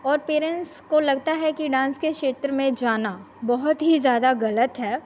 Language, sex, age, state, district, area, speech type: Hindi, female, 30-45, Bihar, Begusarai, rural, spontaneous